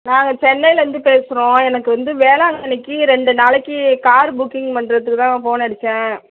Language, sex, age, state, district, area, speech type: Tamil, female, 45-60, Tamil Nadu, Tiruvarur, rural, conversation